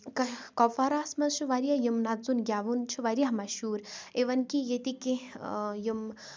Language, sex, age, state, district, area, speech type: Kashmiri, female, 30-45, Jammu and Kashmir, Kupwara, rural, spontaneous